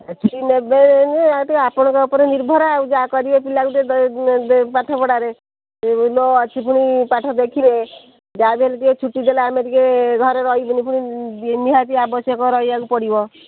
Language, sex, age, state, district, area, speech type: Odia, female, 45-60, Odisha, Kendrapara, urban, conversation